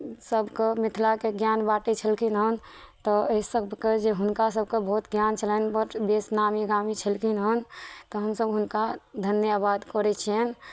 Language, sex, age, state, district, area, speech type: Maithili, female, 18-30, Bihar, Madhubani, rural, spontaneous